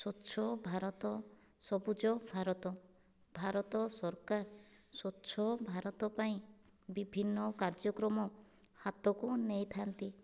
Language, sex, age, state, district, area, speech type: Odia, female, 30-45, Odisha, Kandhamal, rural, spontaneous